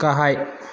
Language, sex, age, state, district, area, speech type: Bodo, male, 18-30, Assam, Kokrajhar, urban, read